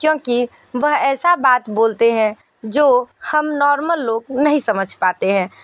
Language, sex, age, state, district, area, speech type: Hindi, female, 45-60, Uttar Pradesh, Sonbhadra, rural, spontaneous